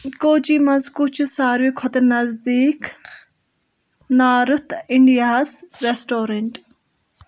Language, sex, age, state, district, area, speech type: Kashmiri, female, 18-30, Jammu and Kashmir, Budgam, rural, read